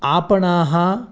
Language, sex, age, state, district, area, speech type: Sanskrit, male, 30-45, Karnataka, Uttara Kannada, urban, spontaneous